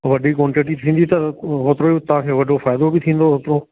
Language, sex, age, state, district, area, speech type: Sindhi, male, 60+, Delhi, South Delhi, rural, conversation